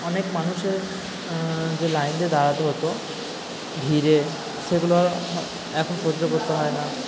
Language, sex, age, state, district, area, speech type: Bengali, male, 30-45, West Bengal, Purba Bardhaman, urban, spontaneous